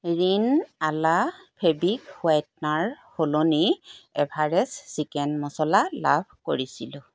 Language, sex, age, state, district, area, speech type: Assamese, female, 45-60, Assam, Golaghat, rural, read